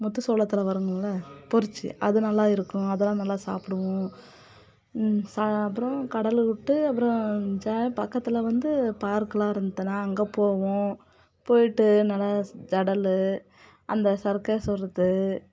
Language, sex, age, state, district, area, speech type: Tamil, female, 45-60, Tamil Nadu, Kallakurichi, urban, spontaneous